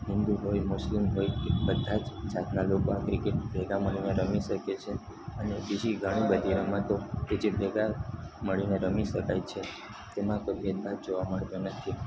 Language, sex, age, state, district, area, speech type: Gujarati, male, 18-30, Gujarat, Narmada, urban, spontaneous